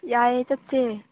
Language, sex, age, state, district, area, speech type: Manipuri, female, 18-30, Manipur, Chandel, rural, conversation